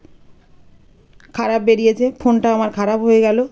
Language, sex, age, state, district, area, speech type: Bengali, female, 30-45, West Bengal, Birbhum, urban, spontaneous